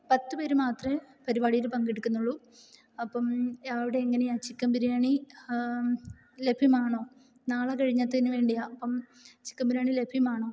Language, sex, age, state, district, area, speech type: Malayalam, female, 18-30, Kerala, Kottayam, rural, spontaneous